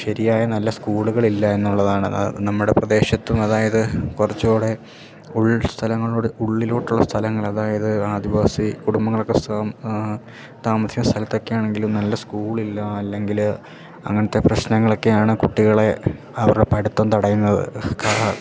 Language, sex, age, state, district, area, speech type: Malayalam, male, 18-30, Kerala, Idukki, rural, spontaneous